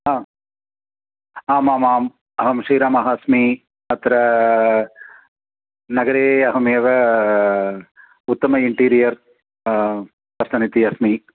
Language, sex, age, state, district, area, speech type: Sanskrit, male, 45-60, Tamil Nadu, Chennai, urban, conversation